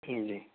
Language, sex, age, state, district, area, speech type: Urdu, male, 18-30, Uttar Pradesh, Saharanpur, urban, conversation